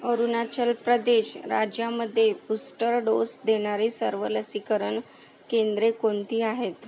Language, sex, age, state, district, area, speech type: Marathi, female, 18-30, Maharashtra, Akola, rural, read